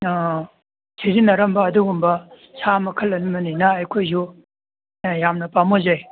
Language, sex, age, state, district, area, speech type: Manipuri, male, 60+, Manipur, Imphal East, rural, conversation